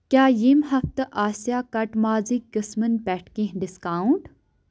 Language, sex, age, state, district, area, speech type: Kashmiri, female, 18-30, Jammu and Kashmir, Baramulla, rural, read